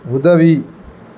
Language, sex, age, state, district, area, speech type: Tamil, male, 30-45, Tamil Nadu, Thoothukudi, urban, read